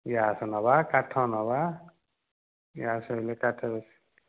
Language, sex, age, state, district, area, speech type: Odia, male, 45-60, Odisha, Dhenkanal, rural, conversation